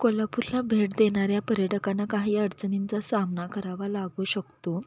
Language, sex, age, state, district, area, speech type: Marathi, female, 18-30, Maharashtra, Kolhapur, urban, spontaneous